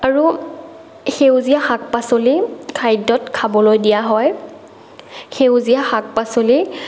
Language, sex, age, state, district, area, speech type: Assamese, female, 18-30, Assam, Morigaon, rural, spontaneous